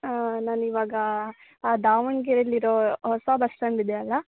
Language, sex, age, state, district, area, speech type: Kannada, female, 18-30, Karnataka, Davanagere, rural, conversation